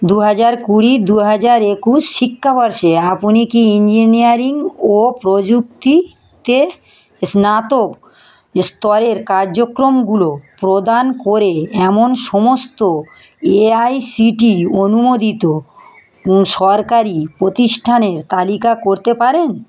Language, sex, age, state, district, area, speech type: Bengali, female, 45-60, West Bengal, South 24 Parganas, rural, read